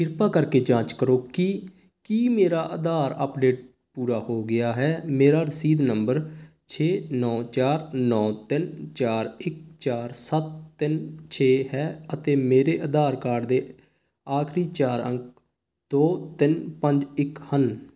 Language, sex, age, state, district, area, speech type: Punjabi, male, 18-30, Punjab, Sangrur, urban, read